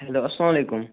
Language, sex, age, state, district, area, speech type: Kashmiri, male, 18-30, Jammu and Kashmir, Baramulla, rural, conversation